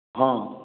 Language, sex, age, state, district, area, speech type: Maithili, male, 45-60, Bihar, Madhubani, rural, conversation